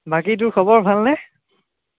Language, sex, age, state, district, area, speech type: Assamese, male, 18-30, Assam, Nagaon, rural, conversation